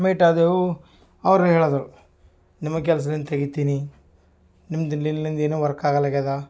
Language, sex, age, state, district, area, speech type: Kannada, male, 30-45, Karnataka, Gulbarga, urban, spontaneous